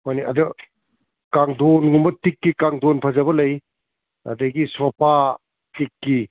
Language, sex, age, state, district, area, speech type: Manipuri, male, 45-60, Manipur, Kakching, rural, conversation